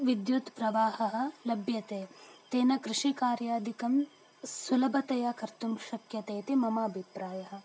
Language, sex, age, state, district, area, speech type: Sanskrit, female, 18-30, Karnataka, Uttara Kannada, rural, spontaneous